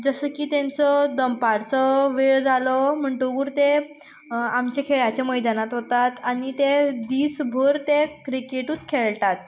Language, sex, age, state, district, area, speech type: Goan Konkani, female, 18-30, Goa, Quepem, rural, spontaneous